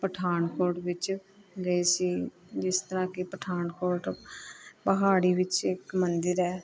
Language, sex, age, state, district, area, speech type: Punjabi, female, 30-45, Punjab, Pathankot, rural, spontaneous